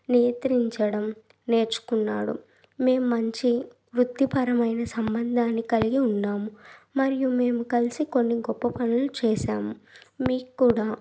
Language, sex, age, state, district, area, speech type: Telugu, female, 18-30, Andhra Pradesh, Krishna, urban, spontaneous